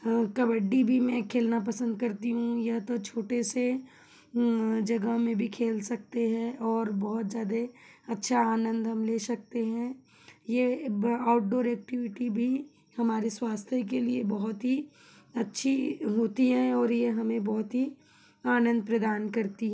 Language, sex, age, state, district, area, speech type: Hindi, female, 30-45, Madhya Pradesh, Betul, urban, spontaneous